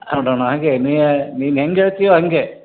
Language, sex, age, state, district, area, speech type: Kannada, male, 60+, Karnataka, Koppal, rural, conversation